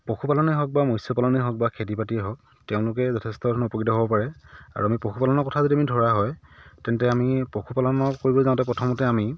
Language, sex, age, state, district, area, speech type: Assamese, male, 30-45, Assam, Dhemaji, rural, spontaneous